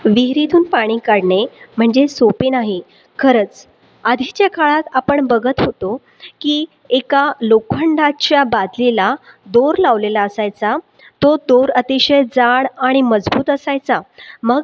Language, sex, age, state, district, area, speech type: Marathi, female, 30-45, Maharashtra, Buldhana, urban, spontaneous